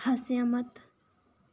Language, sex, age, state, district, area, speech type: Dogri, female, 18-30, Jammu and Kashmir, Reasi, rural, read